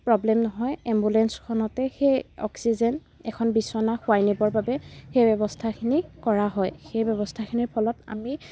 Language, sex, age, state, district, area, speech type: Assamese, female, 18-30, Assam, Golaghat, rural, spontaneous